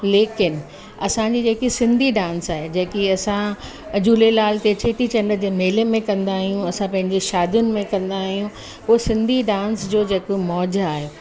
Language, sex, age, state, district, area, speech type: Sindhi, female, 45-60, Uttar Pradesh, Lucknow, urban, spontaneous